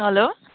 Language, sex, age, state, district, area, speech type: Nepali, female, 30-45, West Bengal, Jalpaiguri, rural, conversation